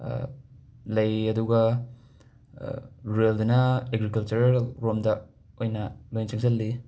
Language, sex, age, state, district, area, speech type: Manipuri, male, 45-60, Manipur, Imphal West, urban, spontaneous